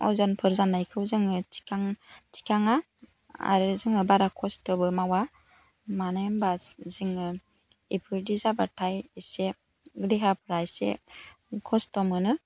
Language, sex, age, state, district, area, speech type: Bodo, female, 30-45, Assam, Baksa, rural, spontaneous